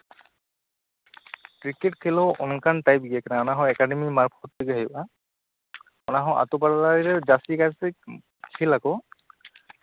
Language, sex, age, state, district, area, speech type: Santali, male, 18-30, West Bengal, Bankura, rural, conversation